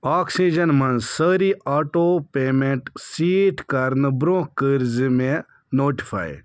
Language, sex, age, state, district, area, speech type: Kashmiri, male, 30-45, Jammu and Kashmir, Bandipora, rural, read